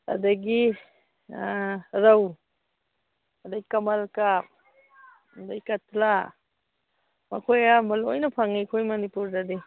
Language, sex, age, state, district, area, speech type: Manipuri, female, 60+, Manipur, Churachandpur, urban, conversation